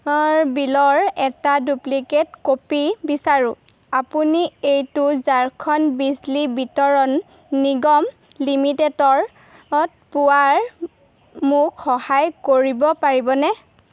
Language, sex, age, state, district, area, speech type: Assamese, female, 18-30, Assam, Golaghat, urban, read